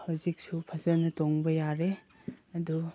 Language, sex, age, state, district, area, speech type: Manipuri, male, 30-45, Manipur, Chandel, rural, spontaneous